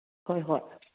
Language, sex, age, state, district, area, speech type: Manipuri, female, 30-45, Manipur, Kangpokpi, urban, conversation